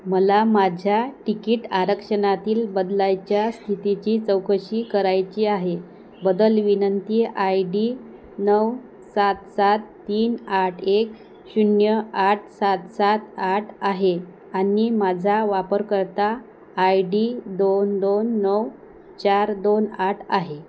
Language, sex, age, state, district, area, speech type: Marathi, female, 30-45, Maharashtra, Wardha, rural, read